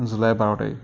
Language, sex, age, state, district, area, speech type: Assamese, male, 30-45, Assam, Nagaon, rural, spontaneous